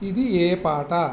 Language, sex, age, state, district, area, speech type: Telugu, male, 45-60, Andhra Pradesh, Visakhapatnam, rural, read